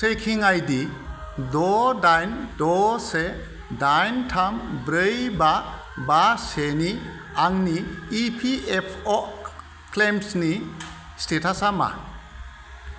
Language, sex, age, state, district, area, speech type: Bodo, male, 45-60, Assam, Kokrajhar, rural, read